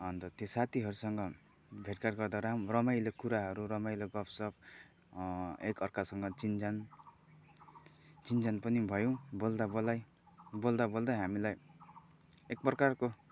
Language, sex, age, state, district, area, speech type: Nepali, male, 30-45, West Bengal, Kalimpong, rural, spontaneous